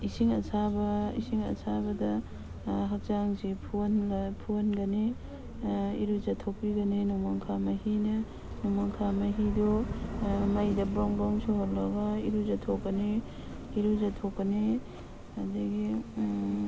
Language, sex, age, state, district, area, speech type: Manipuri, female, 45-60, Manipur, Imphal East, rural, spontaneous